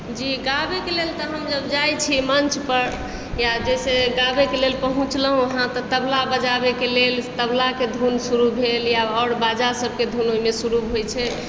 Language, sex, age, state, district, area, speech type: Maithili, female, 60+, Bihar, Supaul, urban, spontaneous